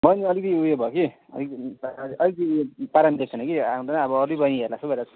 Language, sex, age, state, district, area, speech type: Nepali, male, 18-30, West Bengal, Darjeeling, rural, conversation